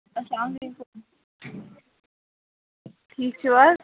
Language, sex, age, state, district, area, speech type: Kashmiri, female, 18-30, Jammu and Kashmir, Kulgam, rural, conversation